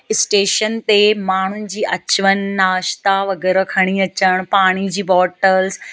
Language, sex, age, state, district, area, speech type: Sindhi, female, 30-45, Gujarat, Surat, urban, spontaneous